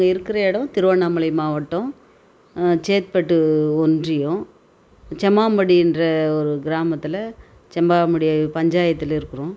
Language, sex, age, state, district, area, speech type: Tamil, female, 45-60, Tamil Nadu, Tiruvannamalai, rural, spontaneous